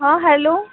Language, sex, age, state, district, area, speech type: Marathi, female, 30-45, Maharashtra, Amravati, rural, conversation